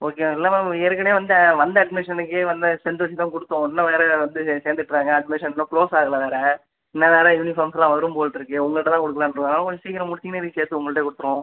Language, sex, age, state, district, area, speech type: Tamil, male, 30-45, Tamil Nadu, Ariyalur, rural, conversation